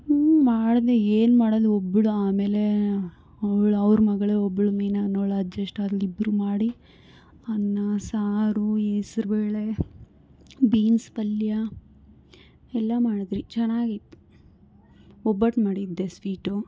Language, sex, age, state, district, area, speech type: Kannada, female, 18-30, Karnataka, Bangalore Rural, rural, spontaneous